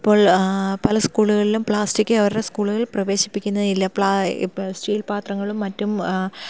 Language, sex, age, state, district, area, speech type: Malayalam, female, 30-45, Kerala, Thiruvananthapuram, urban, spontaneous